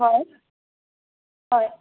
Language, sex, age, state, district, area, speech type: Assamese, female, 18-30, Assam, Sonitpur, rural, conversation